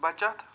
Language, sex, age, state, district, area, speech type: Kashmiri, male, 45-60, Jammu and Kashmir, Budgam, urban, spontaneous